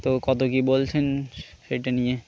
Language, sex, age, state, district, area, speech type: Bengali, male, 18-30, West Bengal, Birbhum, urban, spontaneous